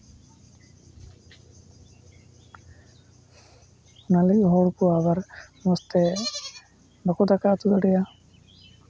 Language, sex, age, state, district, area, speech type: Santali, male, 18-30, West Bengal, Uttar Dinajpur, rural, spontaneous